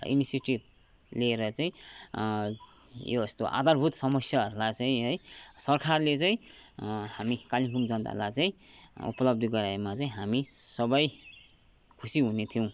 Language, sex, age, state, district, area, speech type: Nepali, male, 30-45, West Bengal, Kalimpong, rural, spontaneous